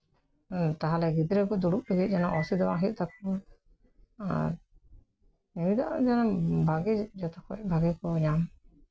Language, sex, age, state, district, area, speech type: Santali, female, 60+, West Bengal, Bankura, rural, spontaneous